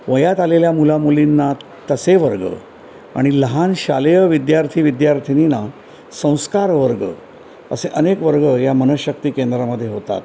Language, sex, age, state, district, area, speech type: Marathi, male, 60+, Maharashtra, Mumbai Suburban, urban, spontaneous